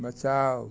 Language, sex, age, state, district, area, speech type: Maithili, male, 60+, Bihar, Muzaffarpur, urban, read